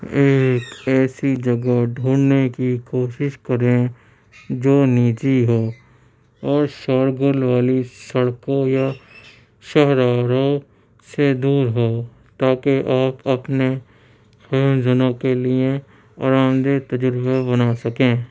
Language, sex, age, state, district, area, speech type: Urdu, male, 30-45, Delhi, Central Delhi, urban, read